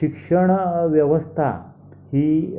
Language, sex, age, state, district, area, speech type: Marathi, male, 60+, Maharashtra, Raigad, rural, spontaneous